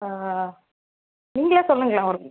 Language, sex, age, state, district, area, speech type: Tamil, female, 18-30, Tamil Nadu, Viluppuram, rural, conversation